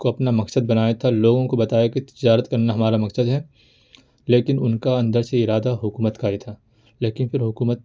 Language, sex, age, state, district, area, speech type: Urdu, male, 18-30, Uttar Pradesh, Ghaziabad, urban, spontaneous